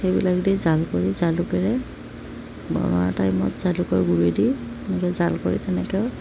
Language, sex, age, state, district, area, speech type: Assamese, female, 30-45, Assam, Darrang, rural, spontaneous